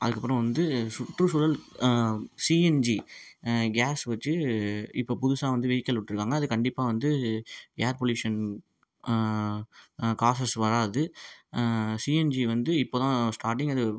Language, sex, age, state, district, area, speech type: Tamil, male, 18-30, Tamil Nadu, Ariyalur, rural, spontaneous